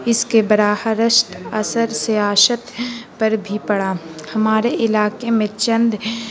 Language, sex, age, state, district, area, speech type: Urdu, female, 18-30, Bihar, Gaya, urban, spontaneous